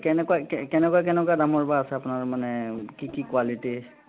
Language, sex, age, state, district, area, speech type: Assamese, male, 30-45, Assam, Sonitpur, rural, conversation